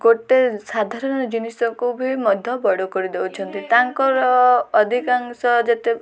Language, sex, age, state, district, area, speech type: Odia, female, 18-30, Odisha, Malkangiri, urban, spontaneous